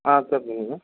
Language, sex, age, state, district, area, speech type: Tamil, male, 45-60, Tamil Nadu, Dharmapuri, rural, conversation